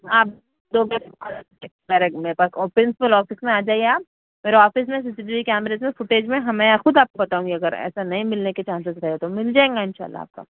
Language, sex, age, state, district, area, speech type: Urdu, female, 30-45, Telangana, Hyderabad, urban, conversation